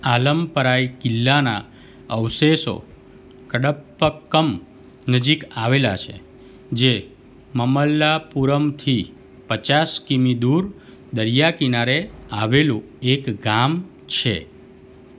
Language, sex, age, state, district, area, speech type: Gujarati, male, 45-60, Gujarat, Surat, rural, read